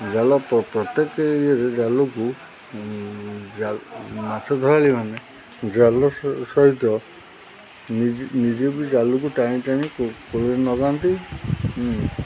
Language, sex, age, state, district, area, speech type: Odia, male, 45-60, Odisha, Jagatsinghpur, urban, spontaneous